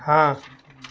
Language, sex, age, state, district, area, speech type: Hindi, male, 45-60, Uttar Pradesh, Chandauli, rural, read